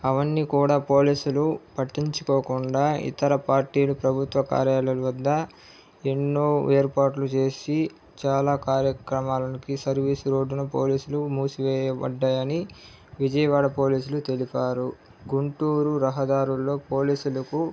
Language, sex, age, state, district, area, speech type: Telugu, male, 30-45, Andhra Pradesh, Chittoor, urban, spontaneous